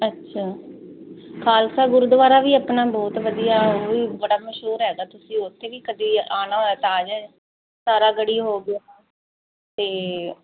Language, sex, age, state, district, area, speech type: Punjabi, female, 30-45, Punjab, Firozpur, urban, conversation